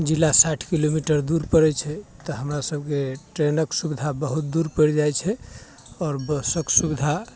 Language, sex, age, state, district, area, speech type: Maithili, male, 30-45, Bihar, Muzaffarpur, rural, spontaneous